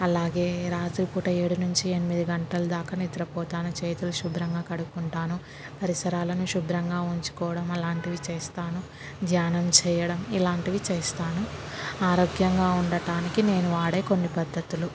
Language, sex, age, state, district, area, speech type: Telugu, female, 30-45, Andhra Pradesh, Kurnool, urban, spontaneous